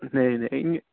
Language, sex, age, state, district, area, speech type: Dogri, male, 30-45, Jammu and Kashmir, Udhampur, rural, conversation